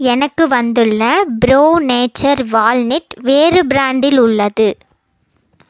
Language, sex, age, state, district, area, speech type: Tamil, female, 18-30, Tamil Nadu, Erode, rural, read